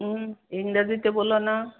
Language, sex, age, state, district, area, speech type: Bengali, female, 60+, West Bengal, Darjeeling, urban, conversation